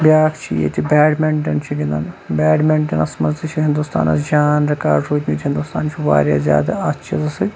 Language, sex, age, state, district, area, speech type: Kashmiri, male, 30-45, Jammu and Kashmir, Baramulla, rural, spontaneous